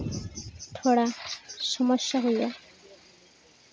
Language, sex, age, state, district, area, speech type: Santali, female, 18-30, West Bengal, Uttar Dinajpur, rural, spontaneous